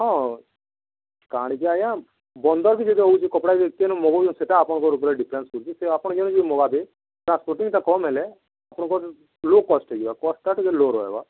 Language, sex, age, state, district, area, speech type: Odia, male, 45-60, Odisha, Nuapada, urban, conversation